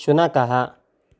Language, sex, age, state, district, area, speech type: Sanskrit, male, 18-30, Karnataka, Chitradurga, rural, read